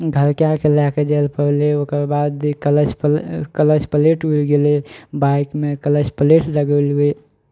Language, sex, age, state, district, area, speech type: Maithili, male, 18-30, Bihar, Araria, rural, spontaneous